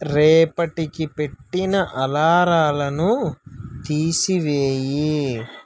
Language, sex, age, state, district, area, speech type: Telugu, male, 18-30, Andhra Pradesh, Srikakulam, urban, read